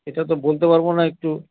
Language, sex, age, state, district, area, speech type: Bengali, male, 60+, West Bengal, Paschim Bardhaman, urban, conversation